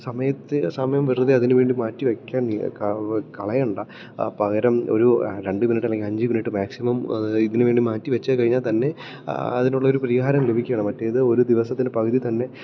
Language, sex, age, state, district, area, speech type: Malayalam, male, 18-30, Kerala, Idukki, rural, spontaneous